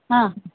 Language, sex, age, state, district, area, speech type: Kannada, female, 30-45, Karnataka, Bangalore Urban, rural, conversation